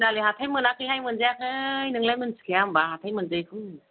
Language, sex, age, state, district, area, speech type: Bodo, female, 30-45, Assam, Kokrajhar, urban, conversation